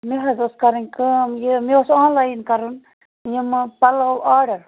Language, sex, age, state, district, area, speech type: Kashmiri, female, 60+, Jammu and Kashmir, Budgam, rural, conversation